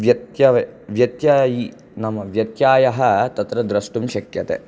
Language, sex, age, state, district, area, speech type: Sanskrit, male, 18-30, Andhra Pradesh, Chittoor, urban, spontaneous